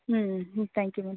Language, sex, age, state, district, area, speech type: Tamil, female, 45-60, Tamil Nadu, Thanjavur, rural, conversation